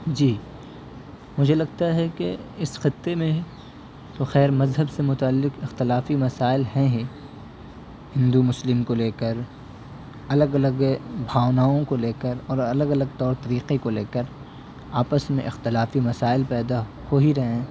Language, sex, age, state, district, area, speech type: Urdu, male, 18-30, Delhi, South Delhi, urban, spontaneous